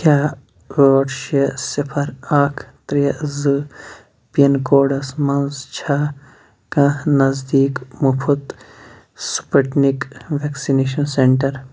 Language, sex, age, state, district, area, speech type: Kashmiri, male, 30-45, Jammu and Kashmir, Shopian, rural, read